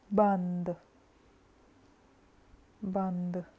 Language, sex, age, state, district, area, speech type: Punjabi, female, 18-30, Punjab, Rupnagar, rural, read